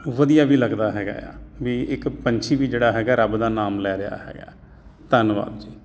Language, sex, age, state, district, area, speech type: Punjabi, male, 45-60, Punjab, Jalandhar, urban, spontaneous